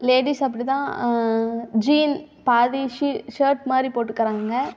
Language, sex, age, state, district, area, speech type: Tamil, female, 18-30, Tamil Nadu, Namakkal, rural, spontaneous